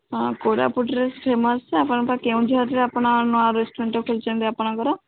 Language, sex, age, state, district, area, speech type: Odia, female, 30-45, Odisha, Bhadrak, rural, conversation